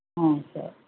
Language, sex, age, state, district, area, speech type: Tamil, female, 60+, Tamil Nadu, Ariyalur, rural, conversation